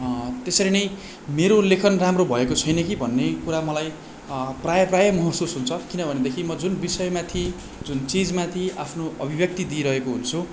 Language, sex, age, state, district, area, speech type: Nepali, male, 18-30, West Bengal, Darjeeling, rural, spontaneous